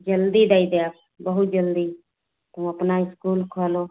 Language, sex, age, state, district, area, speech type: Hindi, female, 60+, Uttar Pradesh, Hardoi, rural, conversation